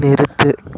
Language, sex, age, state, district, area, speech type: Tamil, male, 18-30, Tamil Nadu, Namakkal, rural, read